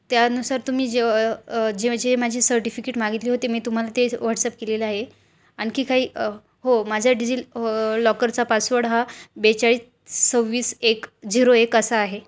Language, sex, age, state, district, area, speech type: Marathi, female, 18-30, Maharashtra, Ahmednagar, rural, spontaneous